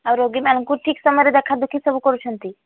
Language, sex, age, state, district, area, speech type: Odia, female, 30-45, Odisha, Sambalpur, rural, conversation